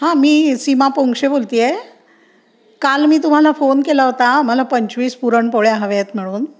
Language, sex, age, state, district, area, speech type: Marathi, female, 60+, Maharashtra, Pune, urban, spontaneous